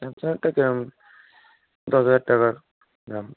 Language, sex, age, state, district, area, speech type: Bengali, male, 18-30, West Bengal, Howrah, urban, conversation